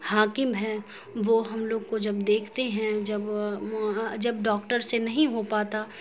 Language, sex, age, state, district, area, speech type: Urdu, female, 18-30, Bihar, Saharsa, urban, spontaneous